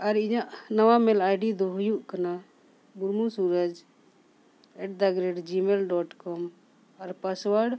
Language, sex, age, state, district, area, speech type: Santali, female, 45-60, Jharkhand, Bokaro, rural, spontaneous